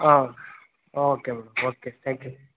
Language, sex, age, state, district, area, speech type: Kannada, male, 30-45, Karnataka, Kolar, rural, conversation